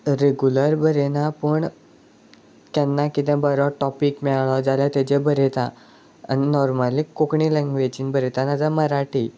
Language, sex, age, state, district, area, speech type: Goan Konkani, male, 18-30, Goa, Sanguem, rural, spontaneous